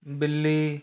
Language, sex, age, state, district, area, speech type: Hindi, male, 30-45, Rajasthan, Jaipur, urban, read